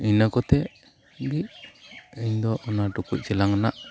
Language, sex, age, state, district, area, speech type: Santali, male, 30-45, West Bengal, Birbhum, rural, spontaneous